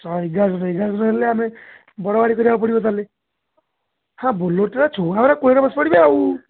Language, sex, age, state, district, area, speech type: Odia, male, 60+, Odisha, Jharsuguda, rural, conversation